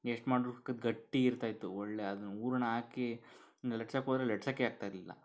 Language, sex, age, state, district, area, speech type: Kannada, male, 45-60, Karnataka, Bangalore Urban, urban, spontaneous